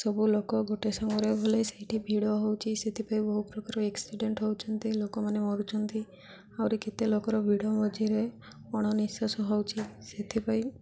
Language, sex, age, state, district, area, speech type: Odia, female, 18-30, Odisha, Malkangiri, urban, spontaneous